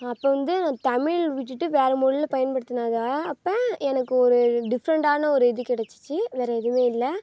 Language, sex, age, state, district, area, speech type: Tamil, female, 18-30, Tamil Nadu, Ariyalur, rural, spontaneous